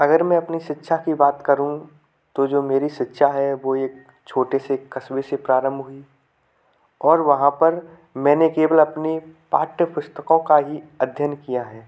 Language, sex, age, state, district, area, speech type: Hindi, male, 18-30, Madhya Pradesh, Gwalior, urban, spontaneous